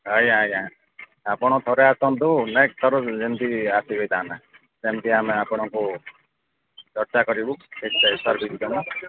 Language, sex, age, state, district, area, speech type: Odia, male, 45-60, Odisha, Sambalpur, rural, conversation